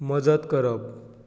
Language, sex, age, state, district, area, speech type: Goan Konkani, male, 18-30, Goa, Tiswadi, rural, read